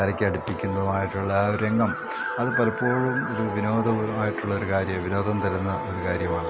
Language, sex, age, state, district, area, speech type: Malayalam, male, 60+, Kerala, Idukki, rural, spontaneous